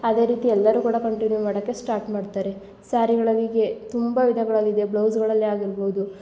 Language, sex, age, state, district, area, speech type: Kannada, female, 18-30, Karnataka, Hassan, rural, spontaneous